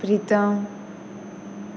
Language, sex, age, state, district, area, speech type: Goan Konkani, female, 18-30, Goa, Pernem, rural, spontaneous